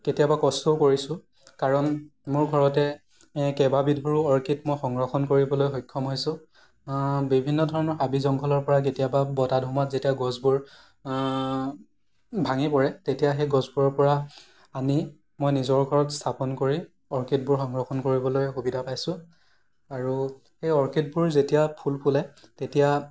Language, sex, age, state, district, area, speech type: Assamese, male, 18-30, Assam, Morigaon, rural, spontaneous